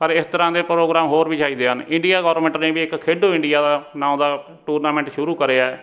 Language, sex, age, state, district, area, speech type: Punjabi, male, 45-60, Punjab, Fatehgarh Sahib, rural, spontaneous